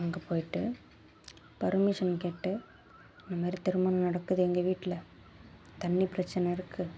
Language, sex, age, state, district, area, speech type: Tamil, female, 30-45, Tamil Nadu, Mayiladuthurai, urban, spontaneous